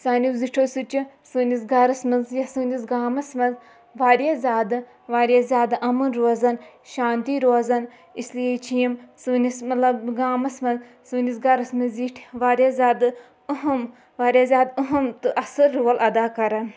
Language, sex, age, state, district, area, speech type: Kashmiri, female, 30-45, Jammu and Kashmir, Shopian, rural, spontaneous